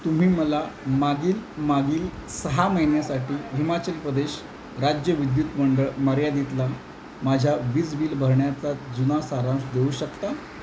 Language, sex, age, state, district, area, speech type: Marathi, male, 45-60, Maharashtra, Thane, rural, read